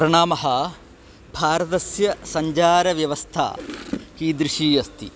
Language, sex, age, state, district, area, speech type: Sanskrit, male, 45-60, Kerala, Kollam, rural, spontaneous